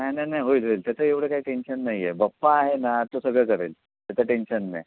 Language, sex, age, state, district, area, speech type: Marathi, male, 30-45, Maharashtra, Raigad, rural, conversation